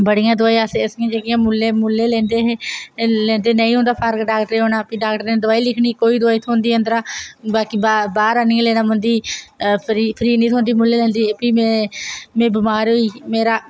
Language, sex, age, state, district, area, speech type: Dogri, female, 18-30, Jammu and Kashmir, Reasi, rural, spontaneous